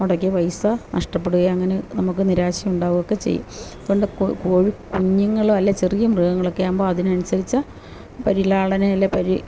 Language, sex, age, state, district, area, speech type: Malayalam, female, 45-60, Kerala, Kottayam, rural, spontaneous